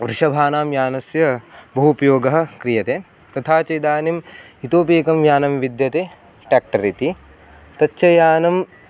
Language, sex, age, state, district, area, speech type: Sanskrit, male, 18-30, Maharashtra, Kolhapur, rural, spontaneous